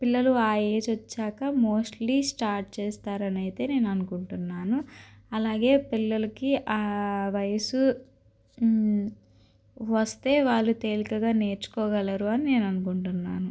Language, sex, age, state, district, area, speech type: Telugu, female, 30-45, Andhra Pradesh, Guntur, urban, spontaneous